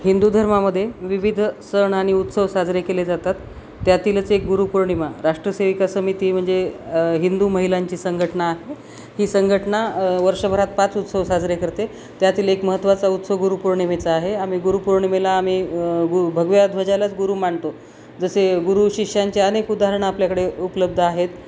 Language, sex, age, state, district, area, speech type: Marathi, female, 45-60, Maharashtra, Nanded, rural, spontaneous